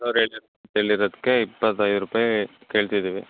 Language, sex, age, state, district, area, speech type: Kannada, male, 60+, Karnataka, Bangalore Rural, rural, conversation